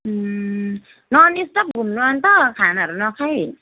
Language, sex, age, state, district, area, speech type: Nepali, female, 30-45, West Bengal, Kalimpong, rural, conversation